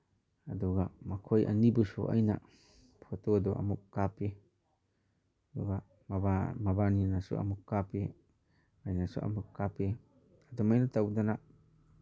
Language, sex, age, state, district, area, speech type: Manipuri, male, 30-45, Manipur, Imphal East, rural, spontaneous